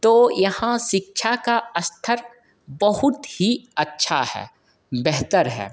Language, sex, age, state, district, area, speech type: Hindi, male, 30-45, Bihar, Begusarai, rural, spontaneous